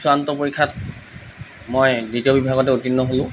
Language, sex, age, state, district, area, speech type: Assamese, male, 30-45, Assam, Morigaon, rural, spontaneous